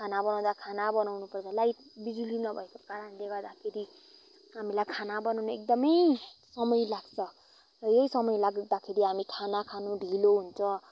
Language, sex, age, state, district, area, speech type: Nepali, female, 18-30, West Bengal, Kalimpong, rural, spontaneous